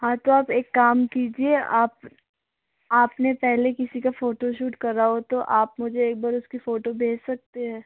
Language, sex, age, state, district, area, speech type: Hindi, male, 45-60, Rajasthan, Jaipur, urban, conversation